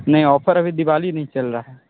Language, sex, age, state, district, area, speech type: Hindi, male, 30-45, Uttar Pradesh, Sonbhadra, rural, conversation